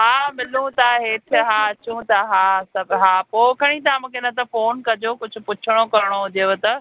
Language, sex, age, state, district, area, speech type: Sindhi, female, 45-60, Maharashtra, Pune, urban, conversation